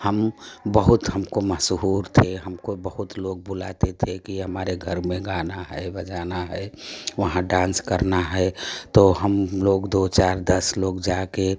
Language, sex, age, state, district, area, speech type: Hindi, female, 60+, Uttar Pradesh, Prayagraj, rural, spontaneous